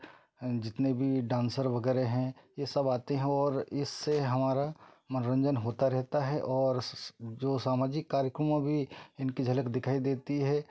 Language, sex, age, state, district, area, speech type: Hindi, male, 30-45, Madhya Pradesh, Betul, rural, spontaneous